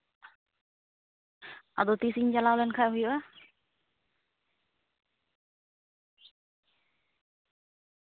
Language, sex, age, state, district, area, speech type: Santali, female, 18-30, West Bengal, Malda, rural, conversation